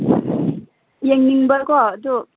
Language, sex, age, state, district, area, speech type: Manipuri, female, 18-30, Manipur, Chandel, rural, conversation